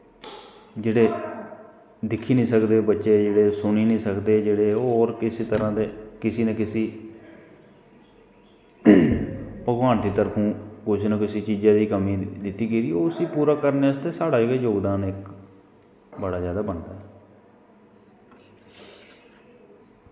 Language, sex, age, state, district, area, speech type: Dogri, male, 30-45, Jammu and Kashmir, Kathua, rural, spontaneous